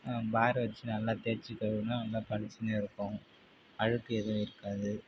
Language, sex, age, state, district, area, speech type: Tamil, male, 30-45, Tamil Nadu, Mayiladuthurai, urban, spontaneous